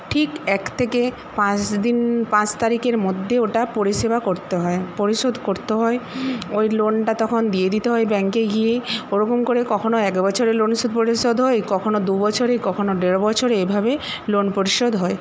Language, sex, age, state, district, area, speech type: Bengali, female, 60+, West Bengal, Paschim Medinipur, rural, spontaneous